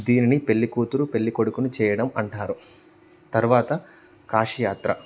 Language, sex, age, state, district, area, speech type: Telugu, male, 18-30, Telangana, Karimnagar, rural, spontaneous